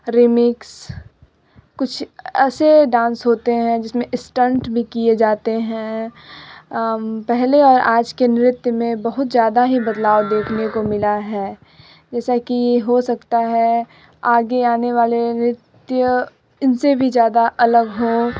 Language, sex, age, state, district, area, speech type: Hindi, female, 45-60, Uttar Pradesh, Sonbhadra, rural, spontaneous